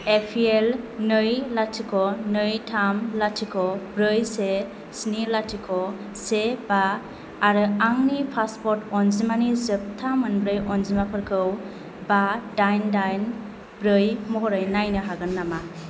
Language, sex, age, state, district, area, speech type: Bodo, female, 18-30, Assam, Kokrajhar, urban, read